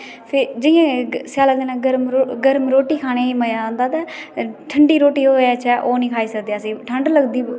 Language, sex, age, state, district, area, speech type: Dogri, female, 18-30, Jammu and Kashmir, Kathua, rural, spontaneous